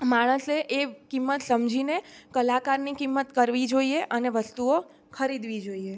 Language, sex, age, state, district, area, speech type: Gujarati, female, 18-30, Gujarat, Surat, rural, spontaneous